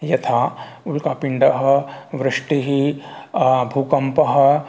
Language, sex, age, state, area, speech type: Sanskrit, male, 45-60, Rajasthan, rural, spontaneous